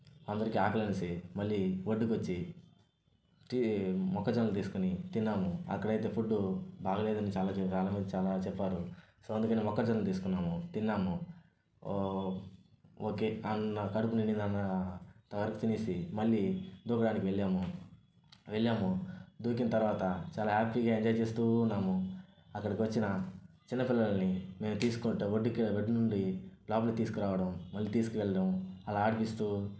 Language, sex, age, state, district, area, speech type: Telugu, male, 18-30, Andhra Pradesh, Sri Balaji, rural, spontaneous